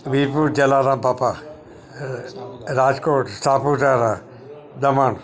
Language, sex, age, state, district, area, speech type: Gujarati, male, 60+, Gujarat, Narmada, urban, spontaneous